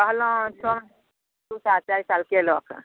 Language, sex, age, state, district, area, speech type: Maithili, female, 45-60, Bihar, Samastipur, rural, conversation